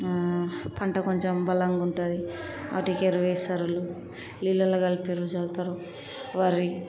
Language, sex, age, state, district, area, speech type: Telugu, female, 18-30, Telangana, Hyderabad, urban, spontaneous